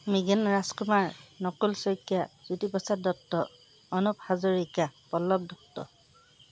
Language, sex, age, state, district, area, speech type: Assamese, female, 60+, Assam, Golaghat, urban, spontaneous